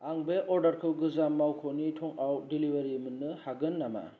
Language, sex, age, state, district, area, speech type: Bodo, male, 18-30, Assam, Kokrajhar, rural, read